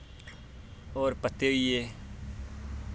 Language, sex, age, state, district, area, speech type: Dogri, male, 18-30, Jammu and Kashmir, Samba, rural, spontaneous